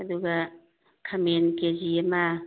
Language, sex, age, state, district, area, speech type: Manipuri, female, 45-60, Manipur, Imphal East, rural, conversation